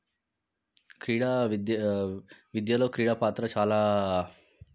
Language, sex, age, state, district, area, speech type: Telugu, male, 18-30, Telangana, Nalgonda, urban, spontaneous